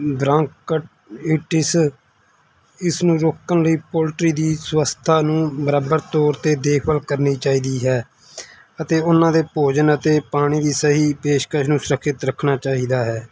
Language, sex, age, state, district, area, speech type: Punjabi, male, 30-45, Punjab, Mansa, urban, spontaneous